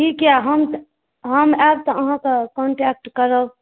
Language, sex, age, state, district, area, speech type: Maithili, female, 18-30, Bihar, Saharsa, urban, conversation